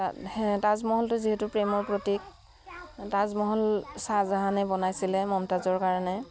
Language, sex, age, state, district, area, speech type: Assamese, female, 30-45, Assam, Udalguri, rural, spontaneous